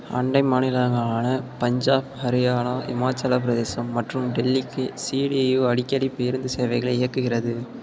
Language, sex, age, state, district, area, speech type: Tamil, male, 18-30, Tamil Nadu, Tiruvarur, rural, read